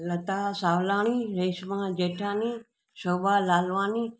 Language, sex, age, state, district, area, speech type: Sindhi, female, 60+, Gujarat, Surat, urban, spontaneous